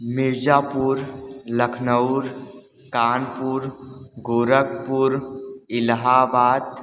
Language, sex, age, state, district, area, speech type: Hindi, male, 18-30, Uttar Pradesh, Mirzapur, urban, spontaneous